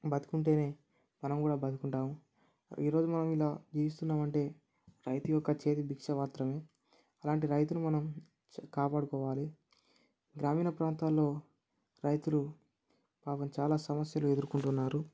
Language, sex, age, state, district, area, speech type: Telugu, male, 18-30, Telangana, Mancherial, rural, spontaneous